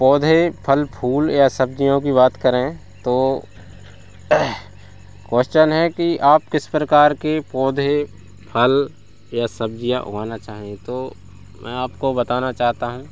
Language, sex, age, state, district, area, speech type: Hindi, male, 30-45, Madhya Pradesh, Hoshangabad, rural, spontaneous